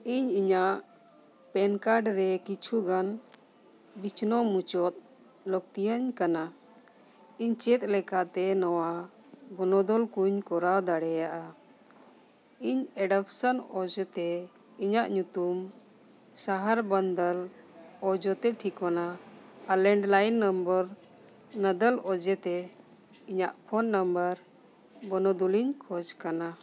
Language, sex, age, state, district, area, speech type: Santali, female, 45-60, Jharkhand, Bokaro, rural, read